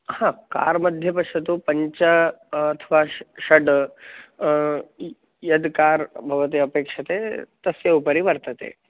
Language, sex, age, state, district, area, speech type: Sanskrit, male, 18-30, Maharashtra, Nagpur, urban, conversation